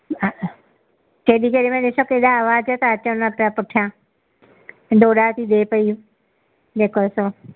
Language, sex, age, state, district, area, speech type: Sindhi, female, 60+, Maharashtra, Mumbai Suburban, urban, conversation